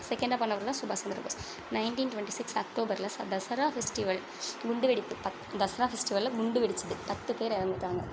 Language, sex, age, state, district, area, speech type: Tamil, female, 45-60, Tamil Nadu, Tiruchirappalli, rural, spontaneous